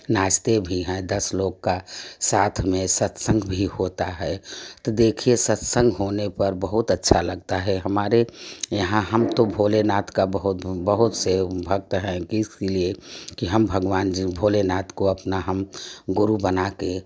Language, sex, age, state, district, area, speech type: Hindi, female, 60+, Uttar Pradesh, Prayagraj, rural, spontaneous